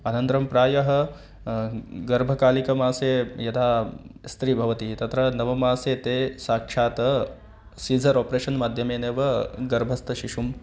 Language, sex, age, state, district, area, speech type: Sanskrit, male, 18-30, Madhya Pradesh, Ujjain, urban, spontaneous